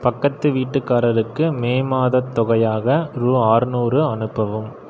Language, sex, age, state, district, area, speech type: Tamil, male, 18-30, Tamil Nadu, Erode, rural, read